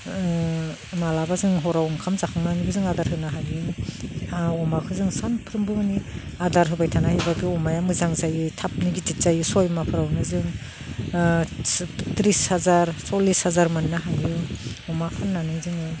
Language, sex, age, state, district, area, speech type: Bodo, female, 45-60, Assam, Udalguri, rural, spontaneous